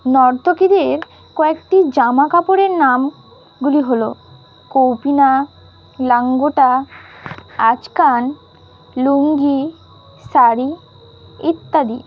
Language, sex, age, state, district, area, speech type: Bengali, female, 18-30, West Bengal, Malda, urban, spontaneous